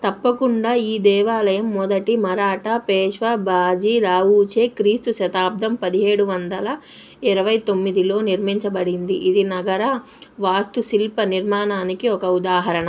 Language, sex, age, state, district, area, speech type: Telugu, female, 30-45, Andhra Pradesh, Nellore, urban, read